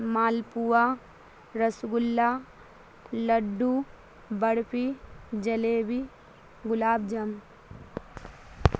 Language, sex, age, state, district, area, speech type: Urdu, female, 45-60, Bihar, Supaul, rural, spontaneous